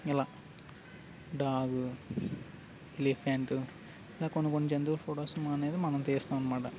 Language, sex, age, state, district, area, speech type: Telugu, male, 30-45, Andhra Pradesh, Alluri Sitarama Raju, rural, spontaneous